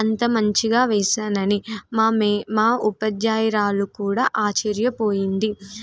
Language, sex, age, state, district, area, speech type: Telugu, female, 18-30, Telangana, Nirmal, rural, spontaneous